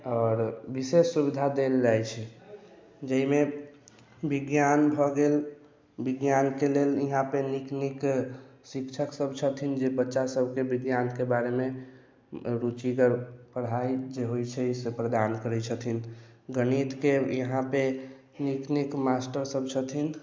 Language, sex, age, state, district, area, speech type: Maithili, male, 45-60, Bihar, Sitamarhi, rural, spontaneous